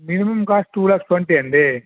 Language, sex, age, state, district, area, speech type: Telugu, male, 45-60, Andhra Pradesh, Visakhapatnam, rural, conversation